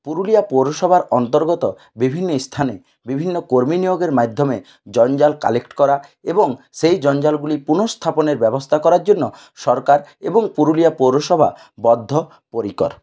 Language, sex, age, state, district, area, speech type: Bengali, male, 60+, West Bengal, Purulia, rural, spontaneous